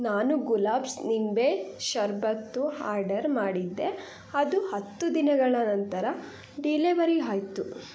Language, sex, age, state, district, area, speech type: Kannada, female, 18-30, Karnataka, Chitradurga, rural, read